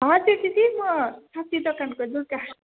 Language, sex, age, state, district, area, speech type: Nepali, female, 45-60, West Bengal, Darjeeling, rural, conversation